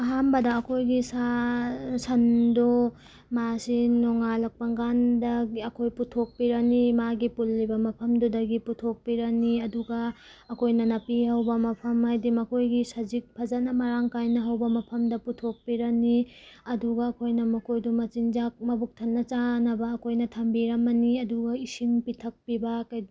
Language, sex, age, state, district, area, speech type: Manipuri, female, 30-45, Manipur, Tengnoupal, rural, spontaneous